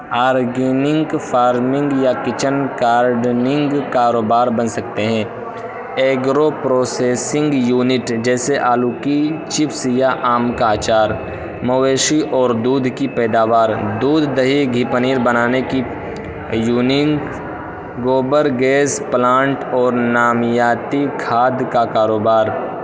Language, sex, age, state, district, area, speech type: Urdu, male, 18-30, Uttar Pradesh, Balrampur, rural, spontaneous